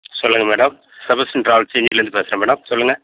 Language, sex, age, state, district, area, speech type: Tamil, male, 45-60, Tamil Nadu, Viluppuram, rural, conversation